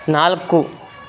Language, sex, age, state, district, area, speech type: Kannada, male, 18-30, Karnataka, Davanagere, rural, read